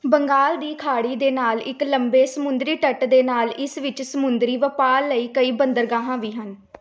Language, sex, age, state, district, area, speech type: Punjabi, female, 18-30, Punjab, Gurdaspur, urban, read